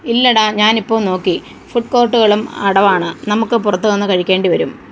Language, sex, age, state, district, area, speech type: Malayalam, female, 45-60, Kerala, Thiruvananthapuram, rural, read